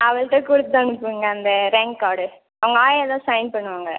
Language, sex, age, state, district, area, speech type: Tamil, female, 18-30, Tamil Nadu, Cuddalore, rural, conversation